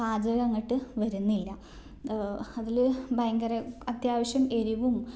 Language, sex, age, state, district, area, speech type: Malayalam, female, 18-30, Kerala, Kannur, rural, spontaneous